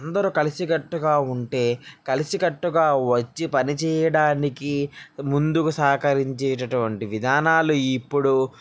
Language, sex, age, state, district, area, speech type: Telugu, male, 18-30, Andhra Pradesh, Srikakulam, urban, spontaneous